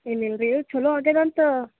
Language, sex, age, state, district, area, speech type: Kannada, female, 18-30, Karnataka, Gulbarga, urban, conversation